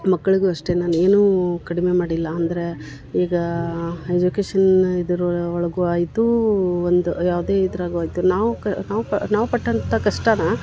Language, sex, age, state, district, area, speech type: Kannada, female, 60+, Karnataka, Dharwad, rural, spontaneous